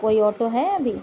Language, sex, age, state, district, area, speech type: Urdu, female, 30-45, Delhi, South Delhi, urban, spontaneous